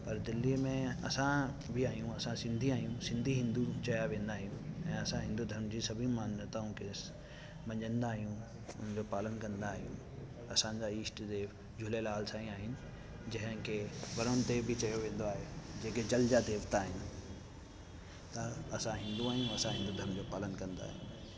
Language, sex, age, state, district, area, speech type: Sindhi, male, 18-30, Delhi, South Delhi, urban, spontaneous